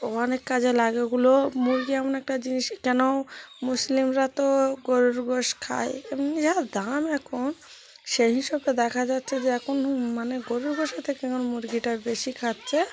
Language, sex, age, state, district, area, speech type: Bengali, female, 30-45, West Bengal, Cooch Behar, urban, spontaneous